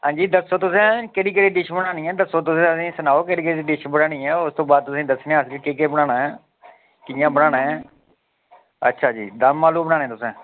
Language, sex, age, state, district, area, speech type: Dogri, male, 45-60, Jammu and Kashmir, Udhampur, urban, conversation